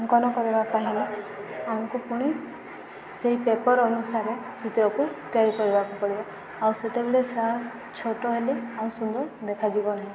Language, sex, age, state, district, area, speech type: Odia, female, 18-30, Odisha, Subarnapur, urban, spontaneous